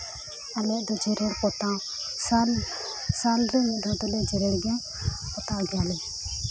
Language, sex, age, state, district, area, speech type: Santali, female, 18-30, Jharkhand, Seraikela Kharsawan, rural, spontaneous